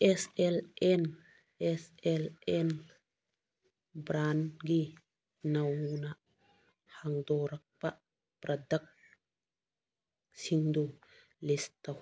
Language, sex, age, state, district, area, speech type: Manipuri, female, 45-60, Manipur, Churachandpur, urban, read